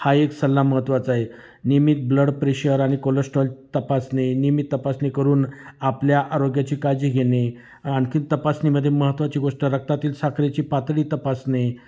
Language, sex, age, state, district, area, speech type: Marathi, male, 45-60, Maharashtra, Nashik, rural, spontaneous